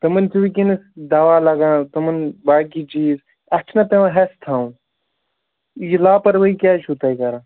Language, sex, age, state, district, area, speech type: Kashmiri, male, 18-30, Jammu and Kashmir, Baramulla, rural, conversation